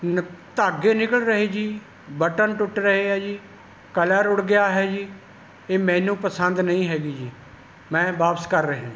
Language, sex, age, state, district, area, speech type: Punjabi, male, 60+, Punjab, Rupnagar, rural, spontaneous